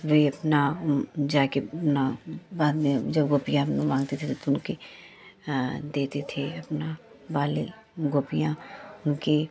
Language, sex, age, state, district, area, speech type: Hindi, female, 30-45, Uttar Pradesh, Chandauli, rural, spontaneous